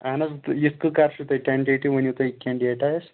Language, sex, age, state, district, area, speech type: Kashmiri, male, 18-30, Jammu and Kashmir, Anantnag, rural, conversation